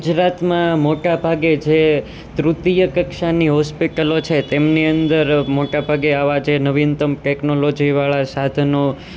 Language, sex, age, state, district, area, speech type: Gujarati, male, 18-30, Gujarat, Surat, urban, spontaneous